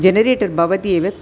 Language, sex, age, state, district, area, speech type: Sanskrit, female, 60+, Tamil Nadu, Thanjavur, urban, spontaneous